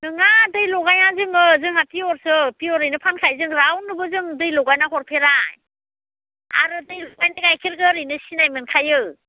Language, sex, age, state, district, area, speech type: Bodo, female, 60+, Assam, Baksa, rural, conversation